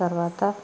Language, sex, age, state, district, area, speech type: Telugu, female, 60+, Andhra Pradesh, Eluru, rural, spontaneous